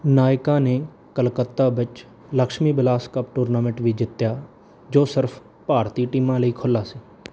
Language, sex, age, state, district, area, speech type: Punjabi, male, 18-30, Punjab, Bathinda, urban, read